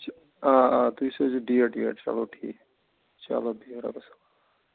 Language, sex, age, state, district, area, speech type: Kashmiri, male, 45-60, Jammu and Kashmir, Ganderbal, urban, conversation